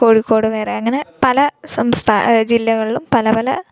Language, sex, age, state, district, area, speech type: Malayalam, female, 18-30, Kerala, Kottayam, rural, spontaneous